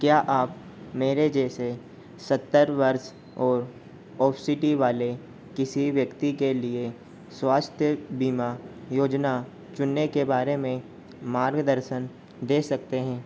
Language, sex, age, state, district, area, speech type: Hindi, male, 30-45, Madhya Pradesh, Harda, urban, read